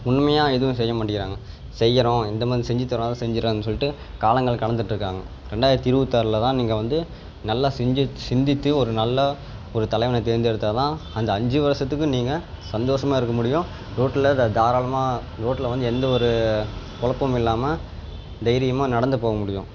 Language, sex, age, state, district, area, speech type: Tamil, male, 18-30, Tamil Nadu, Namakkal, rural, spontaneous